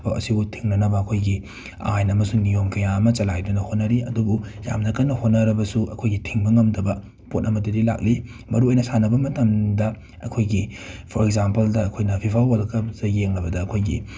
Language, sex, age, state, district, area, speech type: Manipuri, male, 18-30, Manipur, Imphal West, urban, spontaneous